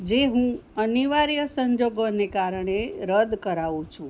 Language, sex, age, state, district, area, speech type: Gujarati, female, 60+, Gujarat, Anand, urban, spontaneous